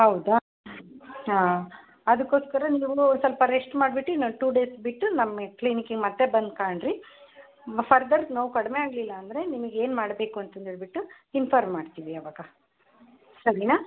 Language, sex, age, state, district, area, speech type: Kannada, female, 45-60, Karnataka, Davanagere, rural, conversation